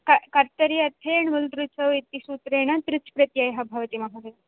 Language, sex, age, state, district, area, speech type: Sanskrit, female, 18-30, Andhra Pradesh, Chittoor, urban, conversation